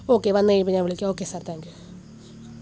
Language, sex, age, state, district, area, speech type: Malayalam, female, 18-30, Kerala, Alappuzha, rural, spontaneous